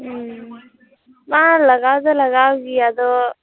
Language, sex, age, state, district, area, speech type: Santali, female, 18-30, West Bengal, Purba Medinipur, rural, conversation